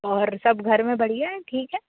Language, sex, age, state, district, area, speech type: Hindi, female, 30-45, Madhya Pradesh, Bhopal, urban, conversation